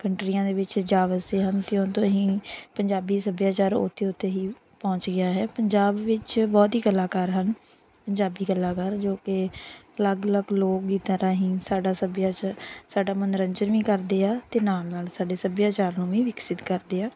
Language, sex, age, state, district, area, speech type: Punjabi, female, 30-45, Punjab, Tarn Taran, rural, spontaneous